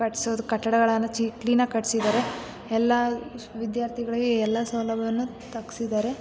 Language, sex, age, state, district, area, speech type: Kannada, female, 18-30, Karnataka, Chitradurga, urban, spontaneous